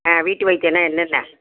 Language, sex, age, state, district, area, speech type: Tamil, female, 60+, Tamil Nadu, Tiruchirappalli, rural, conversation